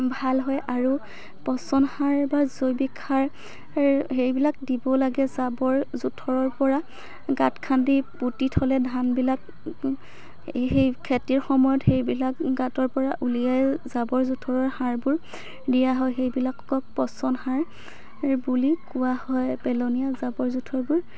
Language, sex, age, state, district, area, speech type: Assamese, female, 45-60, Assam, Dhemaji, rural, spontaneous